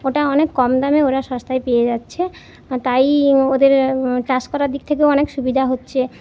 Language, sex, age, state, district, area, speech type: Bengali, female, 30-45, West Bengal, Jhargram, rural, spontaneous